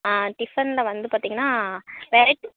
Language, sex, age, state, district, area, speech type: Tamil, female, 18-30, Tamil Nadu, Tiruvarur, rural, conversation